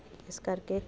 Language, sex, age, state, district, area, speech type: Punjabi, female, 30-45, Punjab, Kapurthala, urban, spontaneous